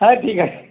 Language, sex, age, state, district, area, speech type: Marathi, male, 45-60, Maharashtra, Raigad, rural, conversation